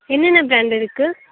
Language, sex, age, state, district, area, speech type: Tamil, male, 45-60, Tamil Nadu, Nagapattinam, rural, conversation